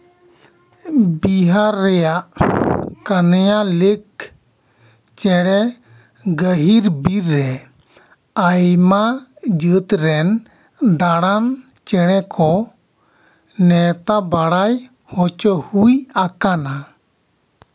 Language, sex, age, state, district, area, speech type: Santali, male, 30-45, West Bengal, Bankura, rural, read